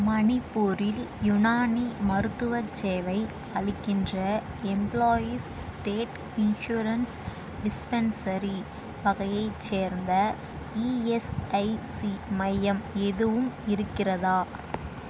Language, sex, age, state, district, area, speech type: Tamil, female, 18-30, Tamil Nadu, Tiruvannamalai, urban, read